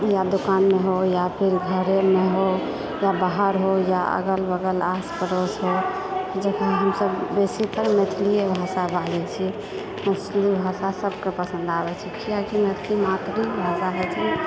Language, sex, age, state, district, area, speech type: Maithili, female, 45-60, Bihar, Purnia, rural, spontaneous